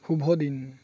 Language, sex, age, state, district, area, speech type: Assamese, male, 18-30, Assam, Charaideo, rural, read